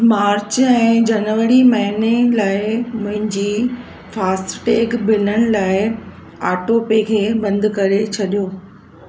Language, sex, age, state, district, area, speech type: Sindhi, female, 45-60, Gujarat, Kutch, rural, read